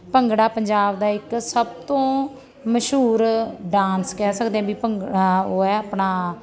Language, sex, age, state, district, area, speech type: Punjabi, female, 30-45, Punjab, Mansa, rural, spontaneous